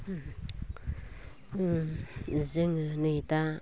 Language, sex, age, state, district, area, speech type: Bodo, female, 45-60, Assam, Baksa, rural, spontaneous